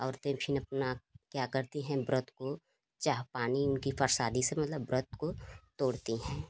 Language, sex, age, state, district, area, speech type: Hindi, female, 30-45, Uttar Pradesh, Ghazipur, rural, spontaneous